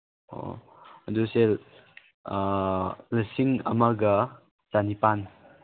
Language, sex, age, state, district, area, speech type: Manipuri, male, 18-30, Manipur, Chandel, rural, conversation